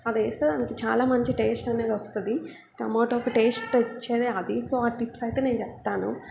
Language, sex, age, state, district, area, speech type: Telugu, female, 18-30, Telangana, Mancherial, rural, spontaneous